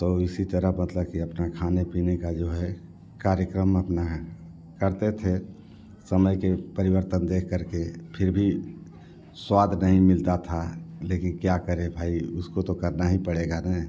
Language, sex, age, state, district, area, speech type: Hindi, male, 60+, Uttar Pradesh, Mau, rural, spontaneous